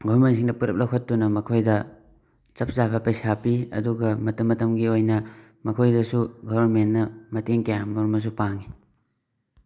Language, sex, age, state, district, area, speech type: Manipuri, male, 18-30, Manipur, Thoubal, rural, spontaneous